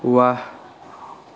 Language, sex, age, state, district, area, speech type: Assamese, male, 18-30, Assam, Lakhimpur, rural, read